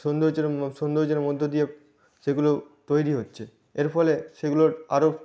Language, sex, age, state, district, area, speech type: Bengali, male, 18-30, West Bengal, Nadia, rural, spontaneous